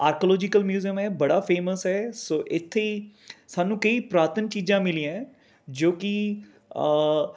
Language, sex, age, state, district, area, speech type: Punjabi, male, 30-45, Punjab, Rupnagar, urban, spontaneous